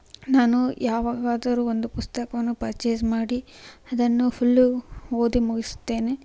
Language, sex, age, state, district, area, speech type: Kannada, female, 18-30, Karnataka, Chitradurga, rural, spontaneous